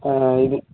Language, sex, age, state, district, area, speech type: Malayalam, male, 18-30, Kerala, Kottayam, rural, conversation